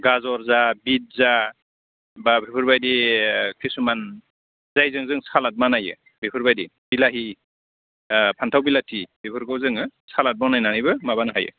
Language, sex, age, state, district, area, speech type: Bodo, male, 45-60, Assam, Udalguri, urban, conversation